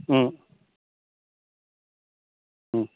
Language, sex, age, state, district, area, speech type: Tamil, male, 30-45, Tamil Nadu, Krishnagiri, rural, conversation